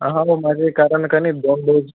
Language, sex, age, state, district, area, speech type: Marathi, male, 18-30, Maharashtra, Akola, urban, conversation